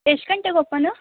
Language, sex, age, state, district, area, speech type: Kannada, female, 18-30, Karnataka, Mysore, urban, conversation